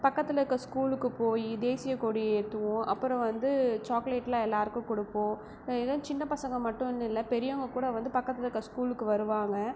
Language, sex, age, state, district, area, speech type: Tamil, female, 30-45, Tamil Nadu, Mayiladuthurai, rural, spontaneous